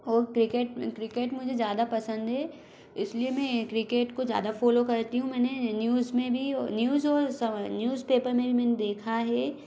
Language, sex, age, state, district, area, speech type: Hindi, female, 18-30, Madhya Pradesh, Bhopal, urban, spontaneous